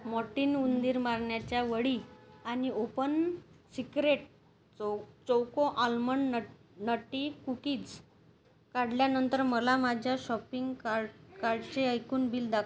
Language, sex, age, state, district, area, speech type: Marathi, female, 30-45, Maharashtra, Amravati, urban, read